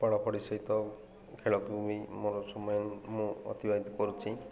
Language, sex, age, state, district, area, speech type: Odia, male, 30-45, Odisha, Malkangiri, urban, spontaneous